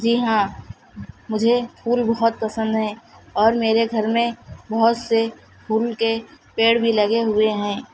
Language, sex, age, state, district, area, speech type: Urdu, female, 30-45, Uttar Pradesh, Shahjahanpur, urban, spontaneous